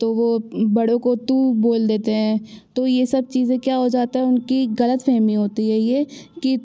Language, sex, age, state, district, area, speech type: Hindi, female, 30-45, Madhya Pradesh, Jabalpur, urban, spontaneous